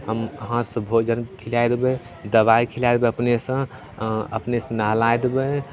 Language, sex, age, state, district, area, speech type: Maithili, male, 18-30, Bihar, Begusarai, rural, spontaneous